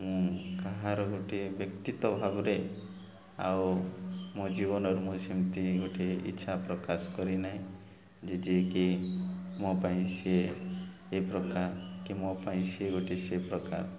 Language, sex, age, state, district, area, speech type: Odia, male, 30-45, Odisha, Koraput, urban, spontaneous